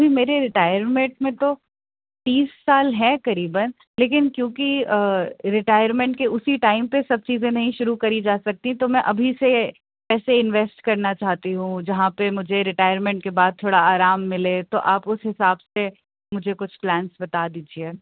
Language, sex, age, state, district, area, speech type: Urdu, female, 30-45, Uttar Pradesh, Rampur, urban, conversation